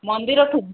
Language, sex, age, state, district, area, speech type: Odia, female, 45-60, Odisha, Kandhamal, rural, conversation